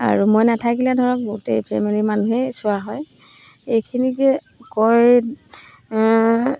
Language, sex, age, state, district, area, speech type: Assamese, female, 30-45, Assam, Charaideo, rural, spontaneous